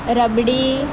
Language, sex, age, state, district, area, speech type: Gujarati, female, 18-30, Gujarat, Valsad, rural, spontaneous